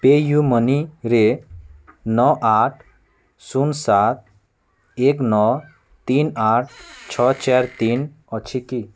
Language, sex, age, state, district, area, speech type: Odia, male, 18-30, Odisha, Bargarh, rural, read